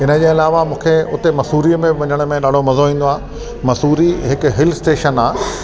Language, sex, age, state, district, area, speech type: Sindhi, male, 60+, Delhi, South Delhi, urban, spontaneous